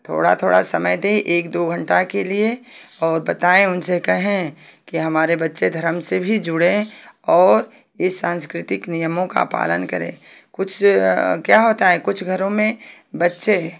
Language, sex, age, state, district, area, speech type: Hindi, female, 45-60, Uttar Pradesh, Ghazipur, rural, spontaneous